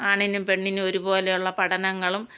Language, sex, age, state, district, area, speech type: Malayalam, female, 60+, Kerala, Thiruvananthapuram, rural, spontaneous